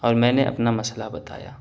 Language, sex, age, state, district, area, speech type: Urdu, male, 18-30, Bihar, Gaya, urban, spontaneous